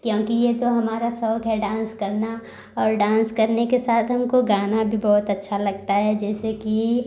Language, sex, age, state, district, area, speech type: Hindi, female, 18-30, Uttar Pradesh, Prayagraj, urban, spontaneous